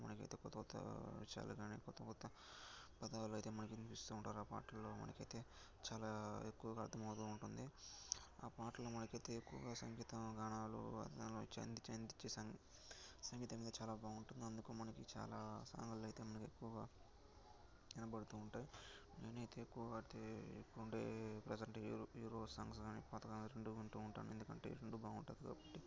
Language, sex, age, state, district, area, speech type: Telugu, male, 18-30, Andhra Pradesh, Sri Balaji, rural, spontaneous